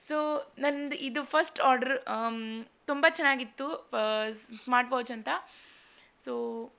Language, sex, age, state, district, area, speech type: Kannada, female, 18-30, Karnataka, Shimoga, rural, spontaneous